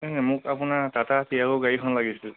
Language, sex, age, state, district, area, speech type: Assamese, male, 45-60, Assam, Charaideo, rural, conversation